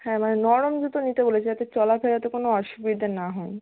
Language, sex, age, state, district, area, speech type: Bengali, female, 60+, West Bengal, Nadia, urban, conversation